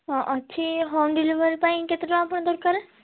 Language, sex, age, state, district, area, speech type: Odia, female, 18-30, Odisha, Bhadrak, rural, conversation